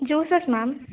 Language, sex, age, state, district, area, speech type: Telugu, female, 18-30, Telangana, Jangaon, urban, conversation